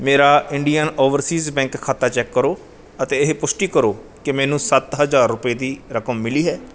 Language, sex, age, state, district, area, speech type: Punjabi, male, 45-60, Punjab, Bathinda, urban, read